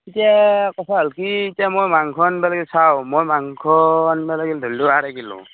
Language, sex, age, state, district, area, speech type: Assamese, male, 30-45, Assam, Darrang, rural, conversation